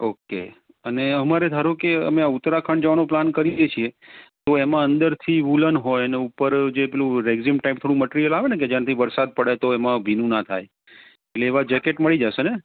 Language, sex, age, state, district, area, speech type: Gujarati, male, 30-45, Gujarat, Kheda, urban, conversation